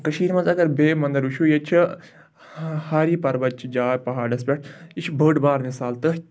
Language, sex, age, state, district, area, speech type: Kashmiri, male, 18-30, Jammu and Kashmir, Ganderbal, rural, spontaneous